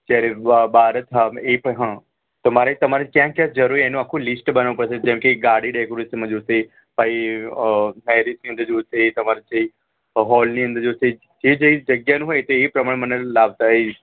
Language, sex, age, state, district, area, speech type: Gujarati, male, 30-45, Gujarat, Ahmedabad, urban, conversation